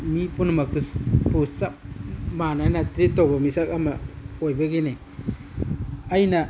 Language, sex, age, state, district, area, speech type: Manipuri, male, 30-45, Manipur, Imphal East, rural, spontaneous